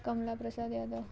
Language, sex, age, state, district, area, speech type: Goan Konkani, female, 18-30, Goa, Murmgao, urban, spontaneous